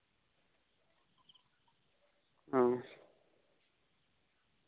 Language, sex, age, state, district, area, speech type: Santali, male, 18-30, West Bengal, Birbhum, rural, conversation